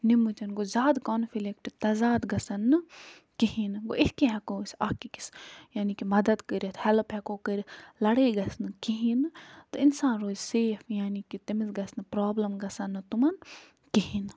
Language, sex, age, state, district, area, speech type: Kashmiri, female, 45-60, Jammu and Kashmir, Budgam, rural, spontaneous